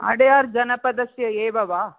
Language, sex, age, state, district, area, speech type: Sanskrit, female, 45-60, Tamil Nadu, Chennai, urban, conversation